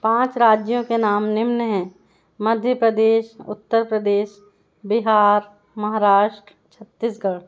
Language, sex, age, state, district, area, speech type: Hindi, female, 45-60, Madhya Pradesh, Balaghat, rural, spontaneous